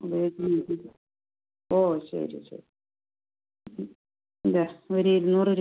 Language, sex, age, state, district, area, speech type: Malayalam, female, 60+, Kerala, Palakkad, rural, conversation